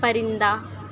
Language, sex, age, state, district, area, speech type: Urdu, female, 18-30, Delhi, Central Delhi, rural, read